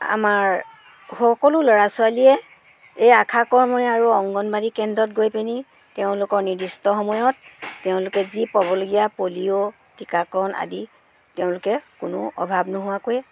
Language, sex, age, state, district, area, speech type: Assamese, female, 60+, Assam, Dhemaji, rural, spontaneous